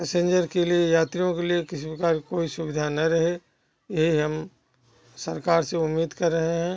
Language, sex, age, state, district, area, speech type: Hindi, male, 60+, Uttar Pradesh, Jaunpur, rural, spontaneous